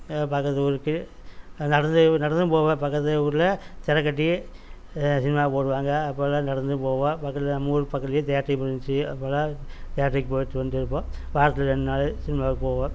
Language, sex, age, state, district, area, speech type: Tamil, male, 45-60, Tamil Nadu, Coimbatore, rural, spontaneous